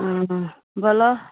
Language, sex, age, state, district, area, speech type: Maithili, female, 60+, Bihar, Araria, rural, conversation